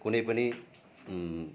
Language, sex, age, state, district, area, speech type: Nepali, male, 18-30, West Bengal, Darjeeling, rural, spontaneous